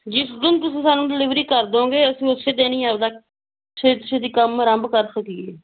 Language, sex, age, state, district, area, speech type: Punjabi, female, 18-30, Punjab, Moga, rural, conversation